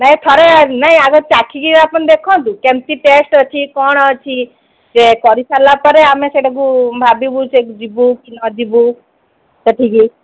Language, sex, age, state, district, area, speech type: Odia, female, 30-45, Odisha, Sundergarh, urban, conversation